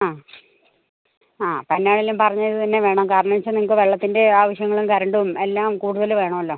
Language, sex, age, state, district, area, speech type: Malayalam, female, 45-60, Kerala, Idukki, rural, conversation